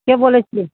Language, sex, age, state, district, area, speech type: Maithili, female, 60+, Bihar, Araria, rural, conversation